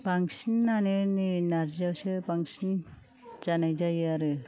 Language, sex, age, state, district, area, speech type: Bodo, female, 30-45, Assam, Kokrajhar, rural, spontaneous